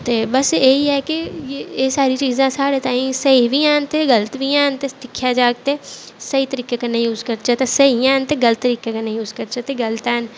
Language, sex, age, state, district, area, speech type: Dogri, female, 18-30, Jammu and Kashmir, Jammu, urban, spontaneous